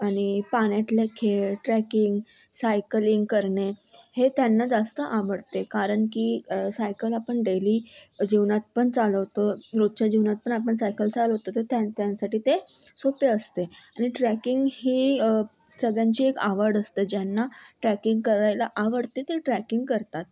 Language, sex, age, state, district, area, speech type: Marathi, female, 18-30, Maharashtra, Thane, urban, spontaneous